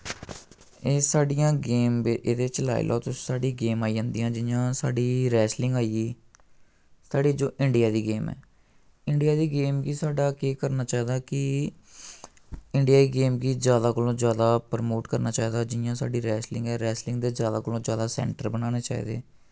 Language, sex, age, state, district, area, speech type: Dogri, male, 18-30, Jammu and Kashmir, Samba, rural, spontaneous